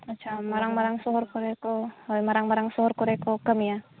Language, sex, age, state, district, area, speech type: Santali, female, 18-30, Jharkhand, Seraikela Kharsawan, rural, conversation